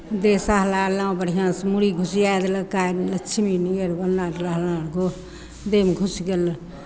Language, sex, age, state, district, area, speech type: Maithili, female, 60+, Bihar, Begusarai, rural, spontaneous